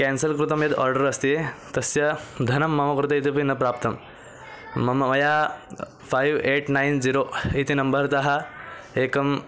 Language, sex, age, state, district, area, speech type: Sanskrit, male, 18-30, Maharashtra, Thane, urban, spontaneous